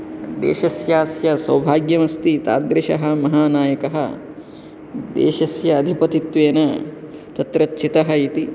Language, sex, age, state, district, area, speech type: Sanskrit, male, 18-30, Andhra Pradesh, Guntur, urban, spontaneous